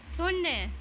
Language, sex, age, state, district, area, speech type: Hindi, female, 45-60, Uttar Pradesh, Chandauli, rural, read